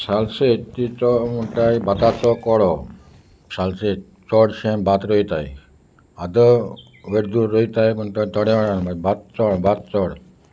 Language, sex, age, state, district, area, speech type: Goan Konkani, male, 60+, Goa, Salcete, rural, spontaneous